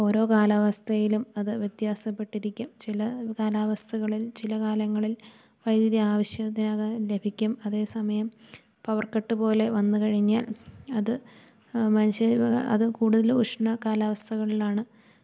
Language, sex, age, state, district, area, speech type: Malayalam, female, 18-30, Kerala, Idukki, rural, spontaneous